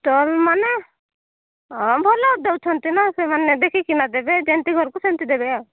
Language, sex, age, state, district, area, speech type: Odia, female, 18-30, Odisha, Nabarangpur, urban, conversation